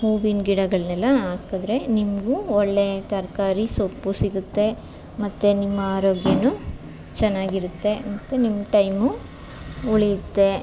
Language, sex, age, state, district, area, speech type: Kannada, female, 30-45, Karnataka, Chamarajanagar, rural, spontaneous